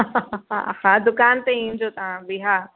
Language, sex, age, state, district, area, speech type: Sindhi, female, 30-45, Uttar Pradesh, Lucknow, urban, conversation